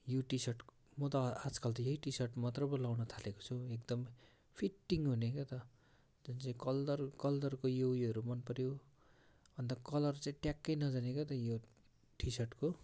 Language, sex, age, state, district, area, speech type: Nepali, male, 18-30, West Bengal, Darjeeling, rural, spontaneous